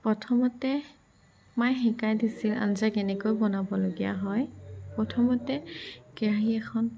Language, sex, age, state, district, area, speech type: Assamese, female, 18-30, Assam, Tinsukia, rural, spontaneous